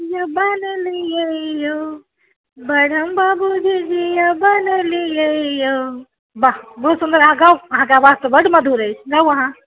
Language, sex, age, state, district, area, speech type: Maithili, female, 30-45, Bihar, Madhubani, rural, conversation